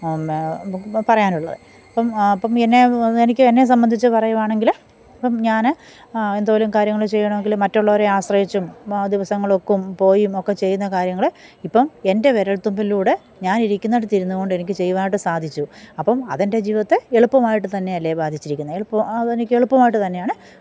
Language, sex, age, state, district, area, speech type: Malayalam, female, 45-60, Kerala, Pathanamthitta, rural, spontaneous